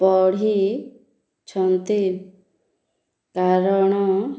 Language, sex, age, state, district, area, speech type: Odia, female, 30-45, Odisha, Ganjam, urban, spontaneous